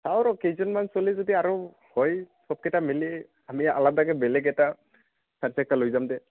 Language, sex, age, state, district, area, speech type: Assamese, male, 18-30, Assam, Barpeta, rural, conversation